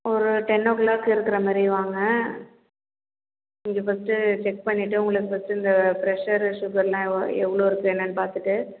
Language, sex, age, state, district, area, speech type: Tamil, female, 30-45, Tamil Nadu, Tiruvarur, rural, conversation